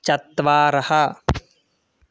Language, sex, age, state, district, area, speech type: Sanskrit, male, 18-30, Kerala, Palakkad, urban, read